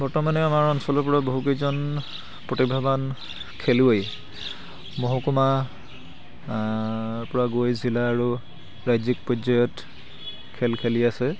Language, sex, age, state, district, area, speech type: Assamese, male, 18-30, Assam, Charaideo, urban, spontaneous